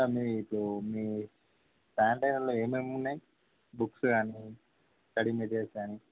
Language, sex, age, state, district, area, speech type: Telugu, male, 18-30, Telangana, Jangaon, urban, conversation